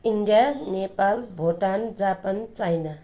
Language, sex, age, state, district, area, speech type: Nepali, female, 30-45, West Bengal, Darjeeling, rural, spontaneous